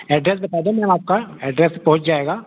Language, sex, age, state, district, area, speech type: Hindi, male, 30-45, Madhya Pradesh, Betul, urban, conversation